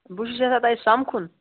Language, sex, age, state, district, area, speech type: Kashmiri, male, 18-30, Jammu and Kashmir, Bandipora, rural, conversation